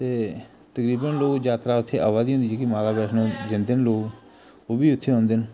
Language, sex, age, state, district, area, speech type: Dogri, male, 30-45, Jammu and Kashmir, Jammu, rural, spontaneous